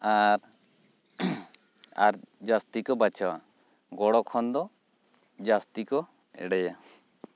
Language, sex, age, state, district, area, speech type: Santali, male, 30-45, West Bengal, Bankura, rural, spontaneous